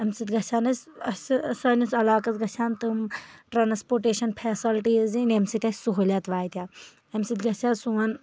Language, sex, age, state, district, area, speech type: Kashmiri, female, 18-30, Jammu and Kashmir, Anantnag, rural, spontaneous